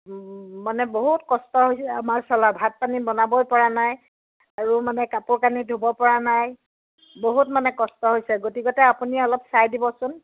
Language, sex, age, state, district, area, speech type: Assamese, female, 60+, Assam, Udalguri, rural, conversation